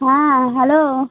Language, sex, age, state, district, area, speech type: Santali, female, 18-30, West Bengal, Birbhum, rural, conversation